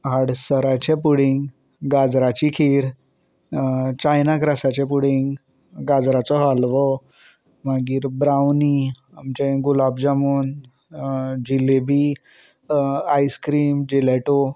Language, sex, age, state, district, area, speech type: Goan Konkani, male, 30-45, Goa, Salcete, urban, spontaneous